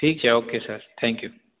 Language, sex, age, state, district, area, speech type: Gujarati, male, 18-30, Gujarat, Surat, rural, conversation